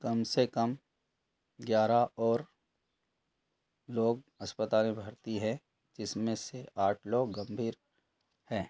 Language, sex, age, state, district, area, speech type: Hindi, male, 45-60, Madhya Pradesh, Betul, rural, read